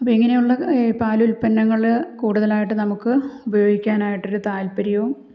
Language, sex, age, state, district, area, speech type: Malayalam, female, 45-60, Kerala, Malappuram, rural, spontaneous